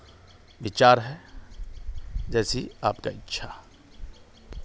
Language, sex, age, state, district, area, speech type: Hindi, male, 30-45, Bihar, Samastipur, urban, spontaneous